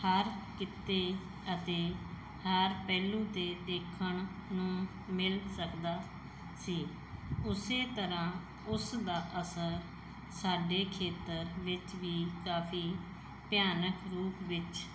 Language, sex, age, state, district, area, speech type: Punjabi, female, 45-60, Punjab, Mansa, urban, spontaneous